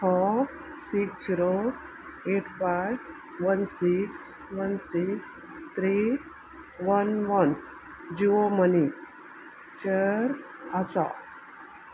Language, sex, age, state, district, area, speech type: Goan Konkani, female, 45-60, Goa, Quepem, rural, read